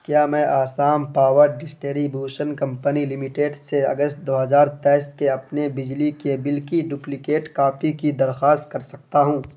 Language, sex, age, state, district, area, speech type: Urdu, male, 18-30, Bihar, Khagaria, rural, read